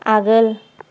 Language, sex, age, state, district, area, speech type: Bodo, female, 30-45, Assam, Chirang, urban, read